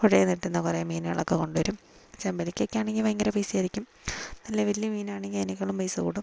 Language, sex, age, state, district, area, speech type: Malayalam, female, 30-45, Kerala, Wayanad, rural, spontaneous